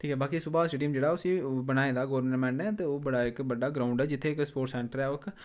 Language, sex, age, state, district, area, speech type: Dogri, male, 30-45, Jammu and Kashmir, Udhampur, rural, spontaneous